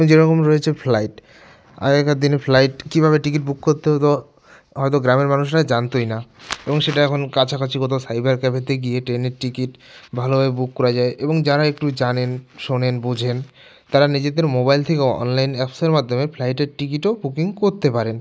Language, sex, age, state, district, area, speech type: Bengali, male, 18-30, West Bengal, Jalpaiguri, rural, spontaneous